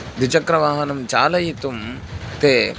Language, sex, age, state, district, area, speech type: Sanskrit, male, 18-30, Karnataka, Uttara Kannada, rural, spontaneous